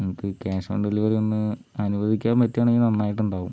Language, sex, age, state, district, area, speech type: Malayalam, male, 18-30, Kerala, Palakkad, urban, spontaneous